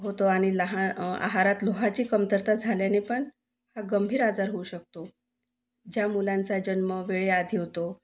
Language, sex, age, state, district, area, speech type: Marathi, female, 30-45, Maharashtra, Wardha, urban, spontaneous